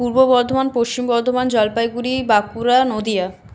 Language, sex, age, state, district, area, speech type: Bengali, female, 18-30, West Bengal, Paschim Bardhaman, urban, spontaneous